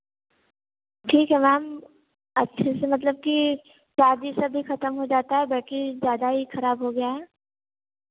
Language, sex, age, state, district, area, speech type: Hindi, female, 18-30, Uttar Pradesh, Varanasi, urban, conversation